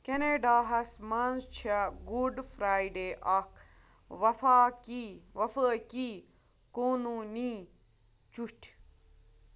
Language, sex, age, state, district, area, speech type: Kashmiri, female, 18-30, Jammu and Kashmir, Budgam, rural, read